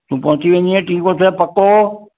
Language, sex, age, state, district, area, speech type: Sindhi, male, 60+, Maharashtra, Mumbai Suburban, urban, conversation